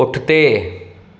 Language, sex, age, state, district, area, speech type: Sindhi, male, 30-45, Gujarat, Surat, urban, read